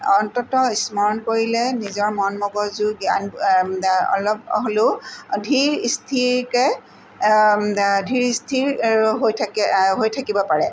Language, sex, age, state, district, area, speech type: Assamese, female, 45-60, Assam, Tinsukia, rural, spontaneous